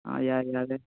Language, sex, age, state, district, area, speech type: Telugu, male, 18-30, Telangana, Mancherial, rural, conversation